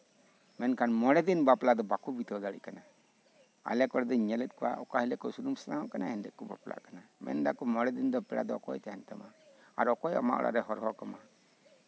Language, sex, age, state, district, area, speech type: Santali, male, 45-60, West Bengal, Birbhum, rural, spontaneous